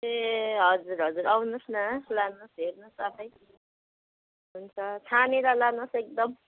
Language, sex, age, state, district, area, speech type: Nepali, female, 30-45, West Bengal, Kalimpong, rural, conversation